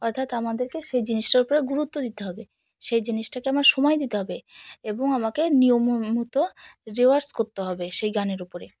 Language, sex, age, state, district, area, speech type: Bengali, female, 45-60, West Bengal, Alipurduar, rural, spontaneous